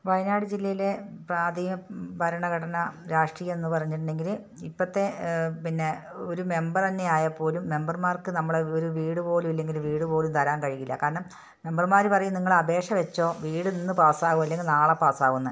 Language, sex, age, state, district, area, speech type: Malayalam, female, 60+, Kerala, Wayanad, rural, spontaneous